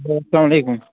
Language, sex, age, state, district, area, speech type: Kashmiri, male, 30-45, Jammu and Kashmir, Budgam, rural, conversation